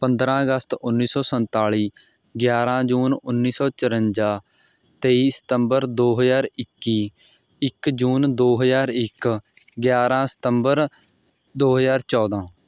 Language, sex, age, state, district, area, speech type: Punjabi, male, 18-30, Punjab, Mohali, rural, spontaneous